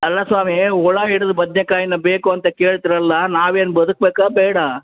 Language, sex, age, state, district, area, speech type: Kannada, male, 60+, Karnataka, Bellary, rural, conversation